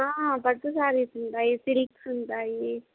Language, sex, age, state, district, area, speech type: Telugu, female, 30-45, Andhra Pradesh, Kadapa, rural, conversation